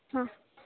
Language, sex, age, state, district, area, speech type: Kannada, female, 18-30, Karnataka, Gadag, urban, conversation